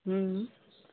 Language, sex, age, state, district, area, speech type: Sindhi, female, 30-45, Maharashtra, Thane, urban, conversation